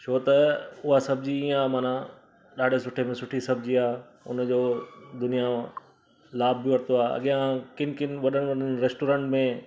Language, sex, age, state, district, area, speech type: Sindhi, male, 45-60, Gujarat, Surat, urban, spontaneous